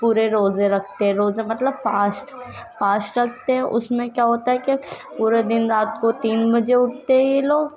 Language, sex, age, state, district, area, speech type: Urdu, female, 18-30, Uttar Pradesh, Ghaziabad, rural, spontaneous